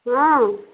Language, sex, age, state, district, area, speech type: Odia, female, 30-45, Odisha, Sambalpur, rural, conversation